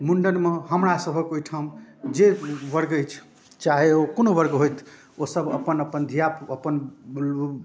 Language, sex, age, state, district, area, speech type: Maithili, male, 30-45, Bihar, Darbhanga, rural, spontaneous